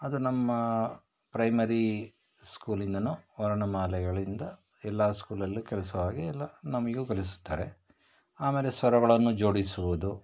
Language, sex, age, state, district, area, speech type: Kannada, male, 60+, Karnataka, Shimoga, rural, spontaneous